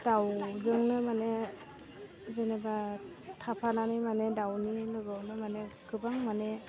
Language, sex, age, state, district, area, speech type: Bodo, female, 30-45, Assam, Udalguri, urban, spontaneous